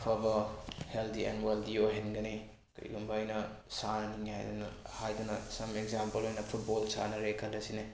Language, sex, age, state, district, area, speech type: Manipuri, male, 18-30, Manipur, Bishnupur, rural, spontaneous